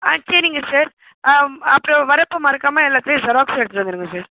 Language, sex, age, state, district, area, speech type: Tamil, female, 45-60, Tamil Nadu, Pudukkottai, rural, conversation